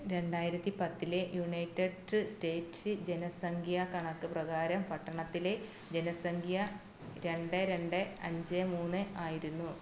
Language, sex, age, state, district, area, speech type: Malayalam, female, 45-60, Kerala, Alappuzha, rural, read